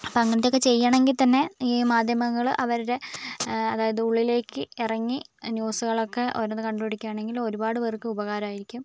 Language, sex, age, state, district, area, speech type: Malayalam, female, 30-45, Kerala, Wayanad, rural, spontaneous